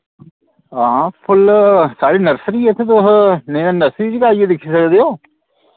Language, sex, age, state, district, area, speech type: Dogri, male, 30-45, Jammu and Kashmir, Jammu, rural, conversation